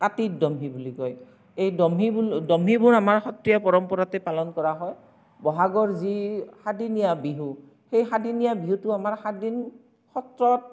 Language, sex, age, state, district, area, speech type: Assamese, female, 45-60, Assam, Barpeta, rural, spontaneous